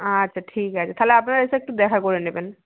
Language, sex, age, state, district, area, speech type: Bengali, female, 18-30, West Bengal, Jalpaiguri, rural, conversation